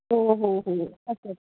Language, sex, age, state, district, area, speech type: Marathi, female, 18-30, Maharashtra, Pune, urban, conversation